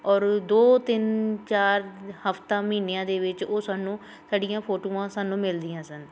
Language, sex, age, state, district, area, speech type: Punjabi, female, 30-45, Punjab, Shaheed Bhagat Singh Nagar, urban, spontaneous